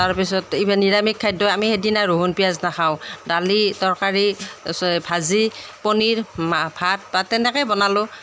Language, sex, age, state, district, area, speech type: Assamese, female, 30-45, Assam, Nalbari, rural, spontaneous